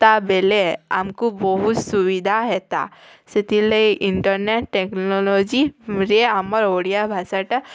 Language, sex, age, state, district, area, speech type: Odia, female, 18-30, Odisha, Bargarh, urban, spontaneous